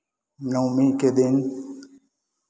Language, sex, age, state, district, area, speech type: Hindi, male, 60+, Bihar, Begusarai, urban, spontaneous